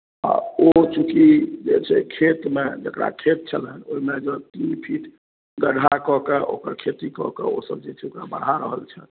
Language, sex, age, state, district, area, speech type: Maithili, male, 45-60, Bihar, Madhubani, rural, conversation